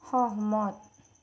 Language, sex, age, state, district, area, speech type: Assamese, female, 45-60, Assam, Nagaon, rural, read